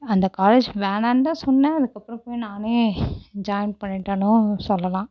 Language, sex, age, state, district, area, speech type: Tamil, female, 18-30, Tamil Nadu, Cuddalore, urban, spontaneous